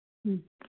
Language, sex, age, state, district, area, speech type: Manipuri, female, 60+, Manipur, Imphal East, rural, conversation